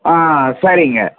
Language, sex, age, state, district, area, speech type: Tamil, male, 60+, Tamil Nadu, Viluppuram, rural, conversation